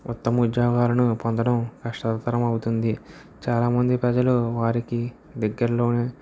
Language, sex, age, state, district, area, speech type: Telugu, male, 30-45, Andhra Pradesh, Kakinada, rural, spontaneous